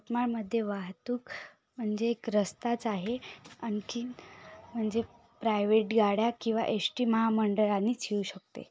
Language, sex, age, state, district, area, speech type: Marathi, female, 18-30, Maharashtra, Yavatmal, rural, spontaneous